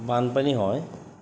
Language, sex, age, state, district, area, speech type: Assamese, male, 30-45, Assam, Goalpara, urban, spontaneous